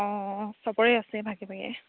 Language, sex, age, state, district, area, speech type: Assamese, female, 30-45, Assam, Charaideo, rural, conversation